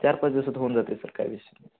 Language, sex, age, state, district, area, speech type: Marathi, male, 18-30, Maharashtra, Sangli, urban, conversation